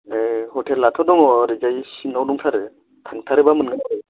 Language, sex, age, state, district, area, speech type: Bodo, male, 18-30, Assam, Chirang, rural, conversation